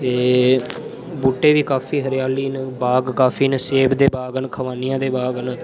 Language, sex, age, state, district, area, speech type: Dogri, male, 18-30, Jammu and Kashmir, Udhampur, rural, spontaneous